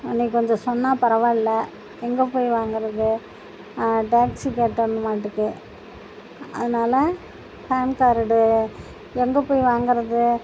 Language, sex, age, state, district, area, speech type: Tamil, female, 60+, Tamil Nadu, Tiruchirappalli, rural, spontaneous